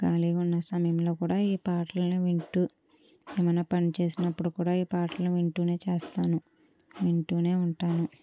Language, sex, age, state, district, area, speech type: Telugu, female, 60+, Andhra Pradesh, Kakinada, rural, spontaneous